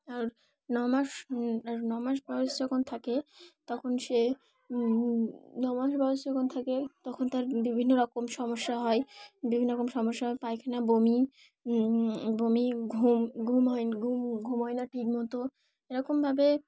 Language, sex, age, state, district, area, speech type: Bengali, female, 18-30, West Bengal, Dakshin Dinajpur, urban, spontaneous